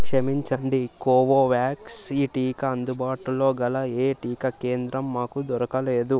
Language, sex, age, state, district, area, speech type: Telugu, male, 18-30, Telangana, Vikarabad, urban, read